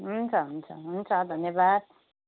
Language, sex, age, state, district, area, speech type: Nepali, female, 45-60, West Bengal, Jalpaiguri, rural, conversation